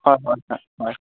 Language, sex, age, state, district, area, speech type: Assamese, male, 18-30, Assam, Sivasagar, rural, conversation